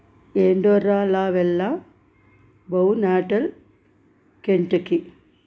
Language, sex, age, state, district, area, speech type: Telugu, female, 45-60, Andhra Pradesh, Krishna, rural, spontaneous